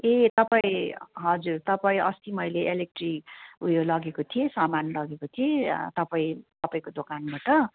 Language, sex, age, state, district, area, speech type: Nepali, female, 45-60, West Bengal, Darjeeling, rural, conversation